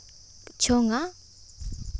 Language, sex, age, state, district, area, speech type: Santali, female, 18-30, Jharkhand, Seraikela Kharsawan, rural, spontaneous